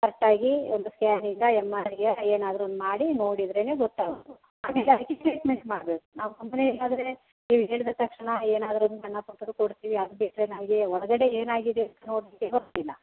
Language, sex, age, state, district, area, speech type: Kannada, female, 60+, Karnataka, Kodagu, rural, conversation